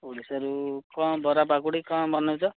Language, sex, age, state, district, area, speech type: Odia, male, 30-45, Odisha, Ganjam, urban, conversation